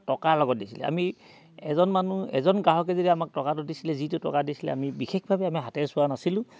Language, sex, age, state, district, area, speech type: Assamese, male, 45-60, Assam, Dhemaji, urban, spontaneous